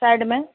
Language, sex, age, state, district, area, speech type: Hindi, female, 30-45, Bihar, Madhepura, rural, conversation